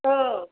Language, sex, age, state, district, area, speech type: Bodo, female, 60+, Assam, Chirang, rural, conversation